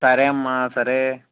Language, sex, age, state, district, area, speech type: Telugu, male, 18-30, Andhra Pradesh, Guntur, urban, conversation